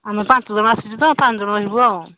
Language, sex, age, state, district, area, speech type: Odia, female, 60+, Odisha, Angul, rural, conversation